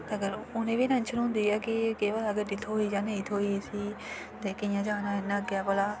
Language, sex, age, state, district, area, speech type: Dogri, female, 18-30, Jammu and Kashmir, Kathua, rural, spontaneous